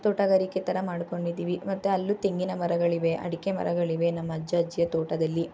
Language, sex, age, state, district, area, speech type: Kannada, female, 18-30, Karnataka, Mysore, urban, spontaneous